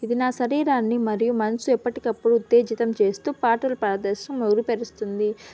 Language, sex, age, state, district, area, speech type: Telugu, female, 18-30, Andhra Pradesh, Nellore, rural, spontaneous